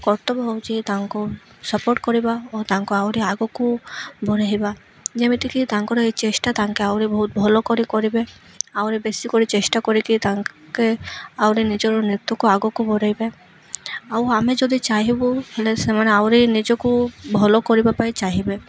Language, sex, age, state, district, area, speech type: Odia, female, 18-30, Odisha, Malkangiri, urban, spontaneous